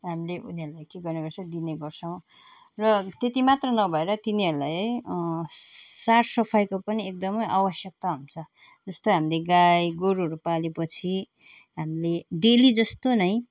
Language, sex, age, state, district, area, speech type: Nepali, female, 45-60, West Bengal, Jalpaiguri, rural, spontaneous